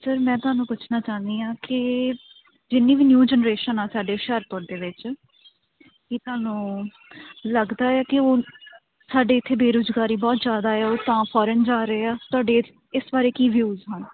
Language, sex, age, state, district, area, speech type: Punjabi, female, 18-30, Punjab, Hoshiarpur, urban, conversation